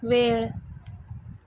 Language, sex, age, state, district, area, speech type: Goan Konkani, female, 30-45, Goa, Quepem, rural, read